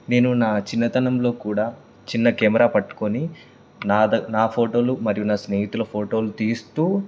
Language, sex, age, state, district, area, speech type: Telugu, male, 18-30, Telangana, Karimnagar, rural, spontaneous